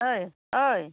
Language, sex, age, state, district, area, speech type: Bodo, female, 45-60, Assam, Baksa, rural, conversation